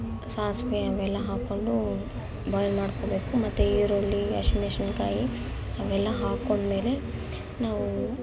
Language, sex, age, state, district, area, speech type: Kannada, female, 18-30, Karnataka, Bangalore Urban, rural, spontaneous